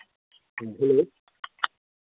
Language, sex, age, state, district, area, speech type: Maithili, male, 60+, Bihar, Madhepura, rural, conversation